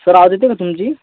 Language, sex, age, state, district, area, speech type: Marathi, male, 18-30, Maharashtra, Thane, urban, conversation